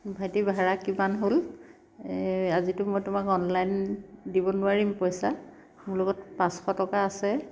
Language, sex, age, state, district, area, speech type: Assamese, female, 45-60, Assam, Dhemaji, rural, spontaneous